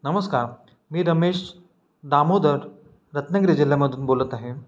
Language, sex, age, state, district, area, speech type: Marathi, male, 18-30, Maharashtra, Ratnagiri, rural, spontaneous